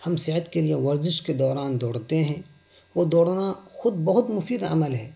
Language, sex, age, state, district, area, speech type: Urdu, male, 18-30, Bihar, Araria, rural, spontaneous